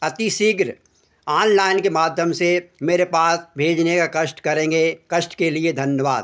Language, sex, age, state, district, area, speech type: Hindi, male, 60+, Madhya Pradesh, Hoshangabad, urban, spontaneous